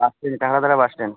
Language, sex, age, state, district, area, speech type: Bengali, male, 18-30, West Bengal, Uttar Dinajpur, urban, conversation